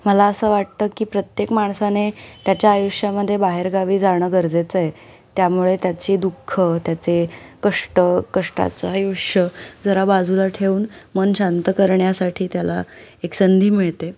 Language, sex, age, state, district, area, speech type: Marathi, female, 18-30, Maharashtra, Pune, urban, spontaneous